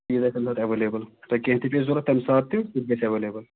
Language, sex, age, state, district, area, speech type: Kashmiri, male, 30-45, Jammu and Kashmir, Anantnag, rural, conversation